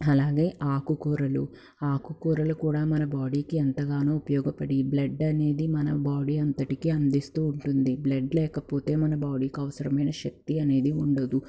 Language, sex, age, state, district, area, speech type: Telugu, female, 30-45, Andhra Pradesh, Palnadu, urban, spontaneous